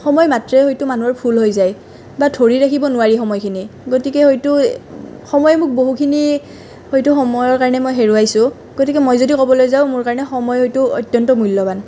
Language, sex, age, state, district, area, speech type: Assamese, female, 18-30, Assam, Nalbari, rural, spontaneous